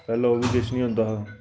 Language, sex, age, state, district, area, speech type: Dogri, male, 30-45, Jammu and Kashmir, Reasi, rural, spontaneous